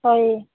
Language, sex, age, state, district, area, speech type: Odia, female, 30-45, Odisha, Nabarangpur, urban, conversation